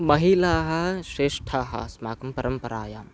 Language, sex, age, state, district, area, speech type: Sanskrit, male, 18-30, Karnataka, Chikkamagaluru, rural, spontaneous